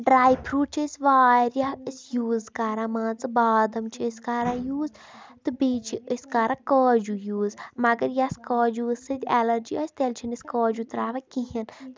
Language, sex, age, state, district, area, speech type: Kashmiri, female, 18-30, Jammu and Kashmir, Baramulla, rural, spontaneous